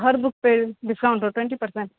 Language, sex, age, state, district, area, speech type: Maithili, female, 18-30, Bihar, Purnia, rural, conversation